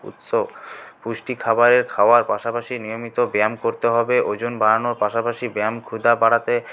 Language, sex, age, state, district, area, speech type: Bengali, male, 18-30, West Bengal, Paschim Bardhaman, rural, spontaneous